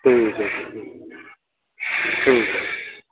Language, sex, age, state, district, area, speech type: Dogri, male, 30-45, Jammu and Kashmir, Reasi, rural, conversation